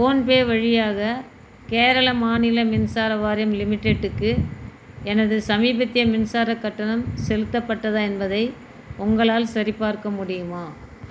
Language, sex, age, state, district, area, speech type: Tamil, female, 60+, Tamil Nadu, Viluppuram, rural, read